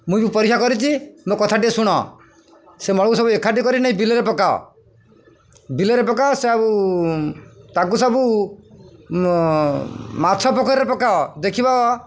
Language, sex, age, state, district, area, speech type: Odia, male, 45-60, Odisha, Jagatsinghpur, urban, spontaneous